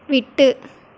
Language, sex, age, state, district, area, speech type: Tamil, female, 30-45, Tamil Nadu, Krishnagiri, rural, read